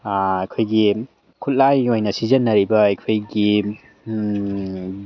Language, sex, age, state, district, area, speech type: Manipuri, male, 30-45, Manipur, Tengnoupal, urban, spontaneous